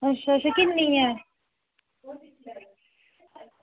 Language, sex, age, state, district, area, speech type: Dogri, female, 60+, Jammu and Kashmir, Reasi, rural, conversation